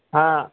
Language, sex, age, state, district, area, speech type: Marathi, male, 45-60, Maharashtra, Jalna, urban, conversation